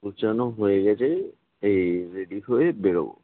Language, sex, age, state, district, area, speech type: Bengali, male, 30-45, West Bengal, Kolkata, urban, conversation